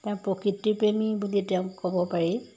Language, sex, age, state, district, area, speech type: Assamese, female, 45-60, Assam, Jorhat, urban, spontaneous